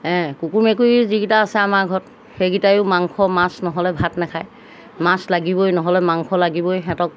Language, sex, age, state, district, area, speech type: Assamese, female, 60+, Assam, Golaghat, urban, spontaneous